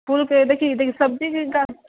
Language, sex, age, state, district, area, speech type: Maithili, female, 18-30, Bihar, Purnia, rural, conversation